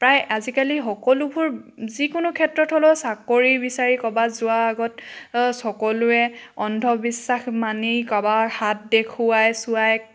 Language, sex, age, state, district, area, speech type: Assamese, female, 18-30, Assam, Charaideo, rural, spontaneous